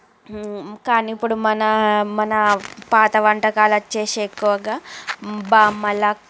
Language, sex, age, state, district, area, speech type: Telugu, female, 30-45, Andhra Pradesh, Srikakulam, urban, spontaneous